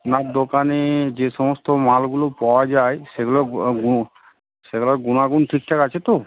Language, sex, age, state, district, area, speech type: Bengali, male, 45-60, West Bengal, Uttar Dinajpur, urban, conversation